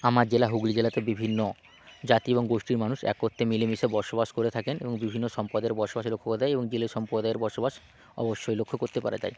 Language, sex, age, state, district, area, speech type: Bengali, male, 30-45, West Bengal, Hooghly, rural, spontaneous